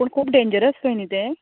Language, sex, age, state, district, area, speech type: Goan Konkani, female, 30-45, Goa, Canacona, rural, conversation